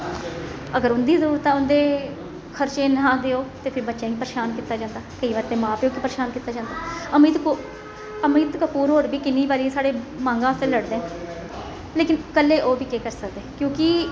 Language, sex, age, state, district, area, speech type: Dogri, female, 30-45, Jammu and Kashmir, Jammu, urban, spontaneous